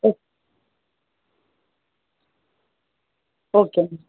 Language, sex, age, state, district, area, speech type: Tamil, female, 18-30, Tamil Nadu, Kanchipuram, urban, conversation